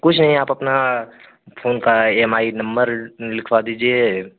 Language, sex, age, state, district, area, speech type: Hindi, male, 18-30, Uttar Pradesh, Azamgarh, rural, conversation